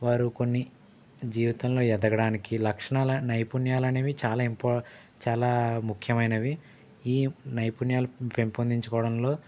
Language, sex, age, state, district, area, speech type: Telugu, male, 30-45, Andhra Pradesh, Konaseema, rural, spontaneous